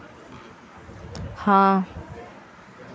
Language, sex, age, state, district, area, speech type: Hindi, female, 18-30, Madhya Pradesh, Harda, urban, read